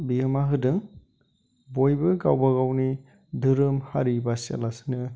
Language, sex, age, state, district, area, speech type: Bodo, male, 30-45, Assam, Chirang, rural, spontaneous